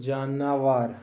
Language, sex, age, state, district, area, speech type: Kashmiri, male, 18-30, Jammu and Kashmir, Kulgam, rural, read